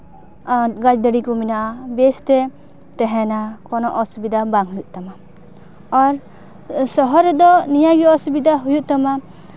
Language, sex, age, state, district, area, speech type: Santali, female, 18-30, West Bengal, Paschim Bardhaman, rural, spontaneous